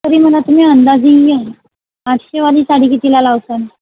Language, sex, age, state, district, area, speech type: Marathi, female, 18-30, Maharashtra, Washim, urban, conversation